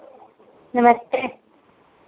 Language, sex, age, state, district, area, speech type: Hindi, female, 30-45, Uttar Pradesh, Pratapgarh, rural, conversation